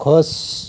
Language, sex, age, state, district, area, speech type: Hindi, male, 45-60, Madhya Pradesh, Hoshangabad, urban, read